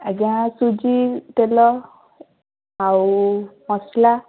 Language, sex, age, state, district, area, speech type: Odia, female, 18-30, Odisha, Ganjam, urban, conversation